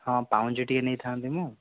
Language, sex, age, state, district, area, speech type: Odia, male, 30-45, Odisha, Kandhamal, rural, conversation